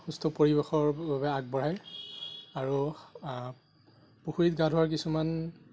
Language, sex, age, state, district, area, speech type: Assamese, male, 30-45, Assam, Darrang, rural, spontaneous